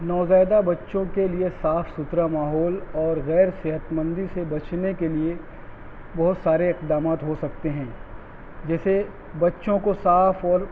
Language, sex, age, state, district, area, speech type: Urdu, male, 45-60, Maharashtra, Nashik, urban, spontaneous